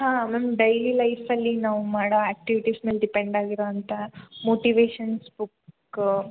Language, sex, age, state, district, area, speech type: Kannada, female, 18-30, Karnataka, Hassan, urban, conversation